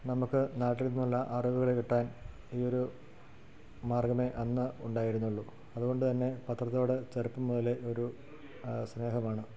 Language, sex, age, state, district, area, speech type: Malayalam, male, 45-60, Kerala, Idukki, rural, spontaneous